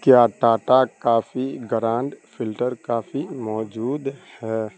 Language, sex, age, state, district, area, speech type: Urdu, male, 18-30, Bihar, Darbhanga, rural, read